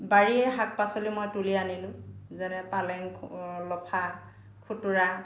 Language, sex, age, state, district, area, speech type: Assamese, female, 45-60, Assam, Dhemaji, rural, spontaneous